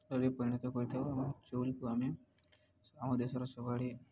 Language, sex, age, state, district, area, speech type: Odia, male, 18-30, Odisha, Subarnapur, urban, spontaneous